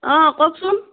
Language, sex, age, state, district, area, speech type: Assamese, female, 30-45, Assam, Morigaon, rural, conversation